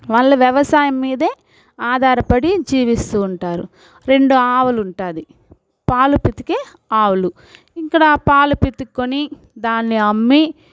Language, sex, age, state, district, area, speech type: Telugu, female, 45-60, Andhra Pradesh, Sri Balaji, urban, spontaneous